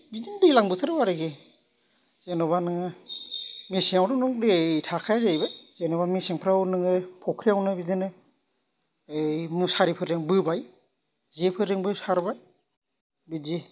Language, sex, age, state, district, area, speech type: Bodo, male, 45-60, Assam, Kokrajhar, rural, spontaneous